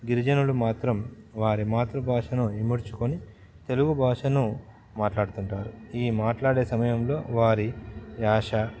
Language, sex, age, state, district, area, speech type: Telugu, male, 30-45, Andhra Pradesh, Nellore, urban, spontaneous